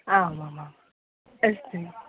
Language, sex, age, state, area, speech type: Sanskrit, female, 18-30, Goa, rural, conversation